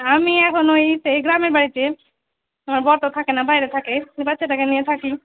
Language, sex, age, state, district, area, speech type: Bengali, female, 30-45, West Bengal, Murshidabad, rural, conversation